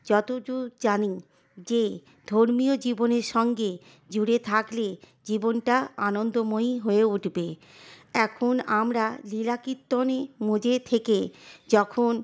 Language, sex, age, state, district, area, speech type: Bengali, female, 30-45, West Bengal, Paschim Bardhaman, urban, spontaneous